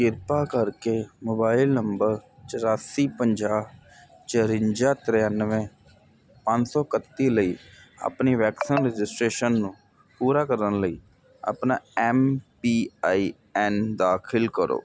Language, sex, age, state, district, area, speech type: Punjabi, male, 30-45, Punjab, Jalandhar, urban, read